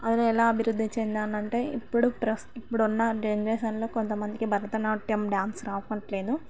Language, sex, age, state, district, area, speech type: Telugu, female, 18-30, Andhra Pradesh, Visakhapatnam, urban, spontaneous